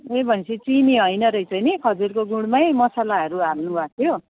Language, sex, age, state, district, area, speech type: Nepali, female, 45-60, West Bengal, Jalpaiguri, urban, conversation